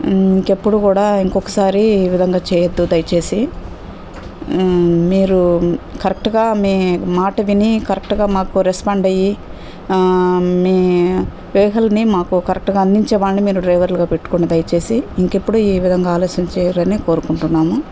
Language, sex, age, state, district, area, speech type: Telugu, female, 60+, Andhra Pradesh, Nellore, rural, spontaneous